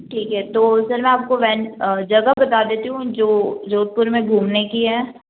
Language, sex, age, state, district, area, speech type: Hindi, female, 30-45, Rajasthan, Jodhpur, urban, conversation